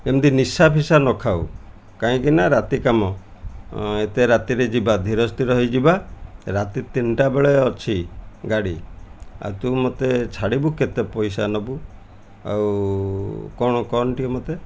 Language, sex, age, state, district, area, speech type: Odia, male, 60+, Odisha, Kendrapara, urban, spontaneous